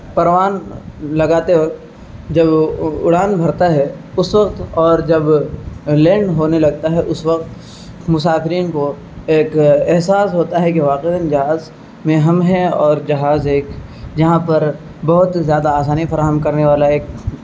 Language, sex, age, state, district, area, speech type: Urdu, male, 30-45, Uttar Pradesh, Azamgarh, rural, spontaneous